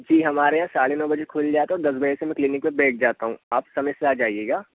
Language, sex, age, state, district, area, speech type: Hindi, male, 45-60, Madhya Pradesh, Bhopal, urban, conversation